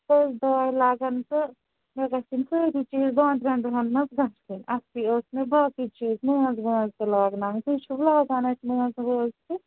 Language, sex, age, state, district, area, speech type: Kashmiri, female, 45-60, Jammu and Kashmir, Srinagar, urban, conversation